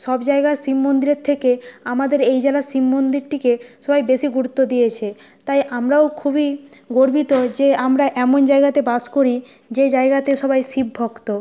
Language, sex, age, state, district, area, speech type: Bengali, female, 18-30, West Bengal, Nadia, rural, spontaneous